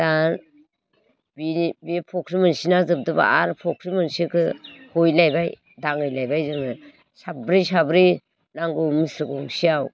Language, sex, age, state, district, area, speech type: Bodo, female, 60+, Assam, Baksa, rural, spontaneous